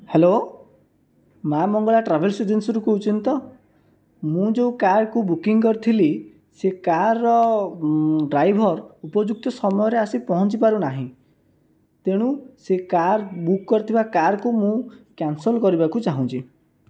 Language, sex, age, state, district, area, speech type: Odia, male, 18-30, Odisha, Jajpur, rural, spontaneous